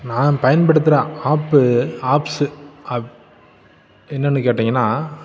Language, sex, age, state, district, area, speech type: Tamil, male, 30-45, Tamil Nadu, Tiruppur, rural, spontaneous